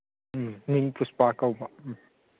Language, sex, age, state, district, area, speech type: Manipuri, male, 30-45, Manipur, Churachandpur, rural, conversation